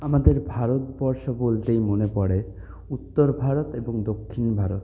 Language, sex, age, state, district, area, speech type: Bengali, male, 30-45, West Bengal, Purulia, urban, spontaneous